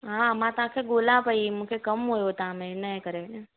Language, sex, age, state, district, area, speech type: Sindhi, female, 30-45, Gujarat, Surat, urban, conversation